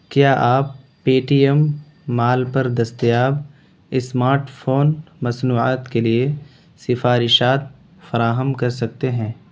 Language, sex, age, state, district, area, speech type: Urdu, male, 18-30, Bihar, Purnia, rural, read